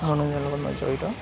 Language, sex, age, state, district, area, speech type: Assamese, male, 18-30, Assam, Kamrup Metropolitan, urban, spontaneous